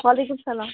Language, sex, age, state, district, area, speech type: Kashmiri, other, 18-30, Jammu and Kashmir, Baramulla, rural, conversation